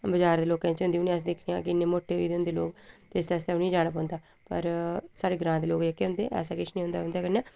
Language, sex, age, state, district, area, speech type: Dogri, female, 30-45, Jammu and Kashmir, Udhampur, rural, spontaneous